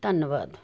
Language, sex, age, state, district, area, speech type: Punjabi, female, 60+, Punjab, Jalandhar, urban, spontaneous